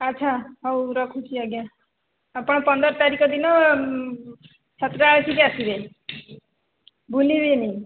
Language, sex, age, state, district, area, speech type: Odia, female, 30-45, Odisha, Khordha, rural, conversation